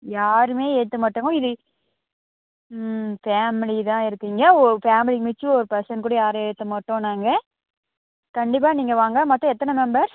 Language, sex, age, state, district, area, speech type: Tamil, female, 18-30, Tamil Nadu, Krishnagiri, rural, conversation